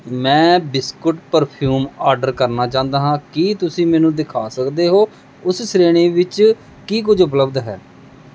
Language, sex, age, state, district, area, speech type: Punjabi, male, 45-60, Punjab, Pathankot, rural, read